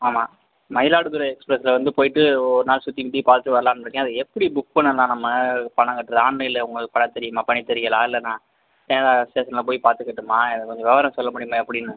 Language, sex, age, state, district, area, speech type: Tamil, male, 18-30, Tamil Nadu, Pudukkottai, rural, conversation